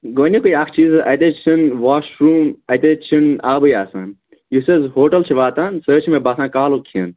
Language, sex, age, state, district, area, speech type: Kashmiri, male, 18-30, Jammu and Kashmir, Anantnag, rural, conversation